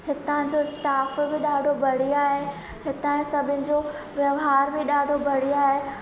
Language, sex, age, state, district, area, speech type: Sindhi, female, 18-30, Madhya Pradesh, Katni, urban, spontaneous